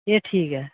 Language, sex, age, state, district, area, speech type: Dogri, female, 45-60, Jammu and Kashmir, Udhampur, urban, conversation